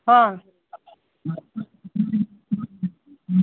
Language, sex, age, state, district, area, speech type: Marathi, male, 18-30, Maharashtra, Hingoli, urban, conversation